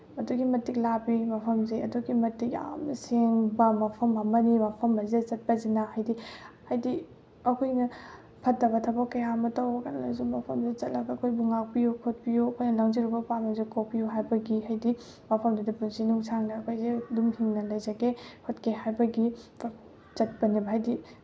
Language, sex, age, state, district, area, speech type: Manipuri, female, 18-30, Manipur, Bishnupur, rural, spontaneous